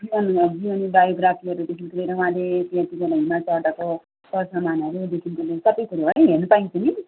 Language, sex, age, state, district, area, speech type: Nepali, female, 30-45, West Bengal, Darjeeling, rural, conversation